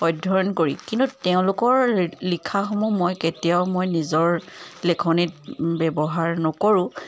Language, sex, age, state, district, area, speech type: Assamese, female, 30-45, Assam, Charaideo, urban, spontaneous